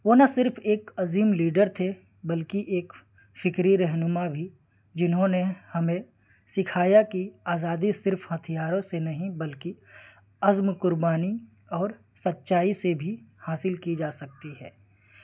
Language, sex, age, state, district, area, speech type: Urdu, male, 18-30, Delhi, New Delhi, rural, spontaneous